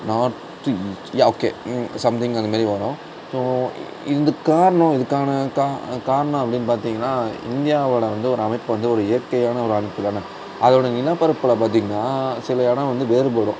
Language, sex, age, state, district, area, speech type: Tamil, male, 18-30, Tamil Nadu, Mayiladuthurai, urban, spontaneous